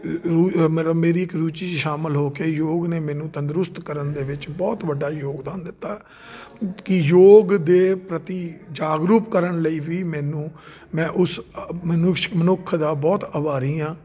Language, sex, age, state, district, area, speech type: Punjabi, male, 30-45, Punjab, Jalandhar, urban, spontaneous